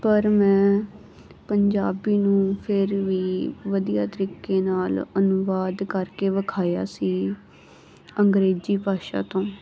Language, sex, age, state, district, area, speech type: Punjabi, female, 18-30, Punjab, Muktsar, urban, spontaneous